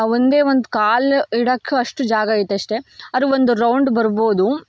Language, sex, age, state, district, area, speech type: Kannada, female, 18-30, Karnataka, Tumkur, urban, spontaneous